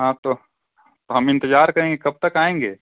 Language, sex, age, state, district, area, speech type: Hindi, male, 45-60, Uttar Pradesh, Mau, rural, conversation